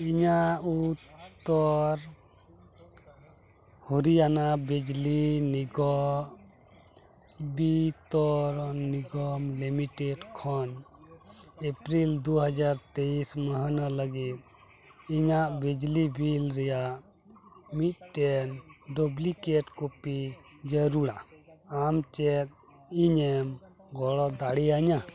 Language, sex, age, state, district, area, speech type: Santali, male, 30-45, West Bengal, Dakshin Dinajpur, rural, read